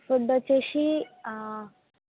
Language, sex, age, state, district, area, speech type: Telugu, female, 18-30, Telangana, Mahbubnagar, urban, conversation